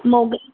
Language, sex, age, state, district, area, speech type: Sindhi, female, 18-30, Maharashtra, Thane, urban, conversation